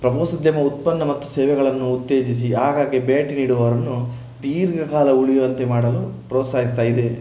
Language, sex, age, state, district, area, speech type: Kannada, male, 18-30, Karnataka, Shimoga, rural, spontaneous